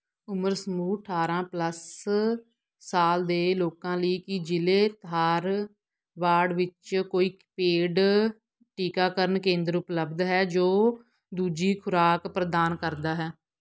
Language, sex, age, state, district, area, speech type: Punjabi, female, 45-60, Punjab, Fatehgarh Sahib, rural, read